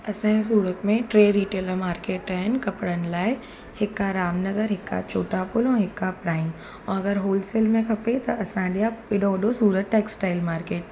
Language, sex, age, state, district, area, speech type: Sindhi, female, 18-30, Gujarat, Surat, urban, spontaneous